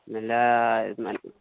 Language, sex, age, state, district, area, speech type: Maithili, male, 45-60, Bihar, Sitamarhi, rural, conversation